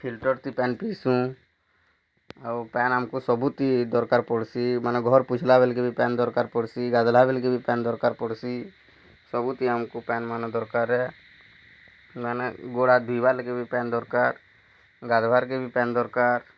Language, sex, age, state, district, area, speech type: Odia, male, 30-45, Odisha, Bargarh, rural, spontaneous